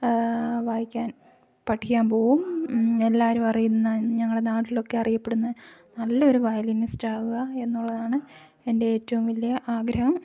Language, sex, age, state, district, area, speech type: Malayalam, female, 18-30, Kerala, Idukki, rural, spontaneous